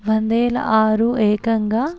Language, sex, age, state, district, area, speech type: Telugu, female, 18-30, Telangana, Hyderabad, urban, spontaneous